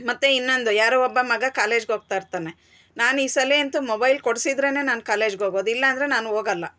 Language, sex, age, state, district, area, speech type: Kannada, female, 45-60, Karnataka, Bangalore Urban, urban, spontaneous